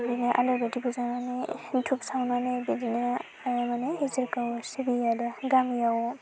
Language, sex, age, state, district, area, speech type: Bodo, female, 18-30, Assam, Baksa, rural, spontaneous